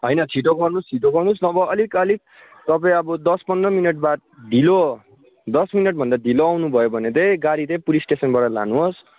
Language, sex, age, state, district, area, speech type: Nepali, male, 45-60, West Bengal, Darjeeling, rural, conversation